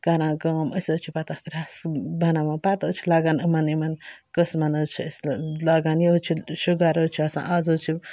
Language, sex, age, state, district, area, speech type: Kashmiri, female, 18-30, Jammu and Kashmir, Ganderbal, rural, spontaneous